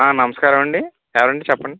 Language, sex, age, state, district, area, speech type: Telugu, male, 18-30, Andhra Pradesh, West Godavari, rural, conversation